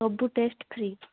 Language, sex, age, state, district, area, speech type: Odia, female, 18-30, Odisha, Koraput, urban, conversation